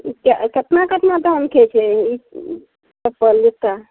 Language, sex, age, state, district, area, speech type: Maithili, female, 45-60, Bihar, Araria, rural, conversation